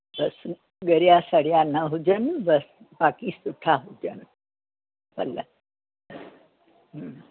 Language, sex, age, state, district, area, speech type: Sindhi, female, 60+, Uttar Pradesh, Lucknow, urban, conversation